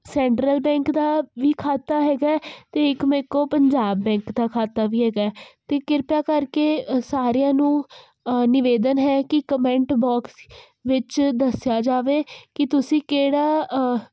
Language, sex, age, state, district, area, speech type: Punjabi, female, 18-30, Punjab, Kapurthala, urban, spontaneous